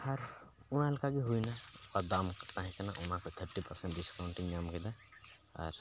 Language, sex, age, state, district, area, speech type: Santali, male, 30-45, Jharkhand, Pakur, rural, spontaneous